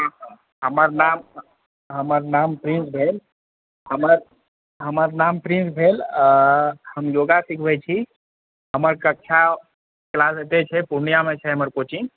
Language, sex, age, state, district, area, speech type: Maithili, male, 18-30, Bihar, Purnia, urban, conversation